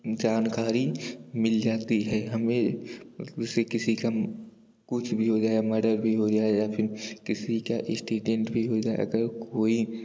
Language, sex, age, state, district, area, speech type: Hindi, male, 18-30, Uttar Pradesh, Jaunpur, urban, spontaneous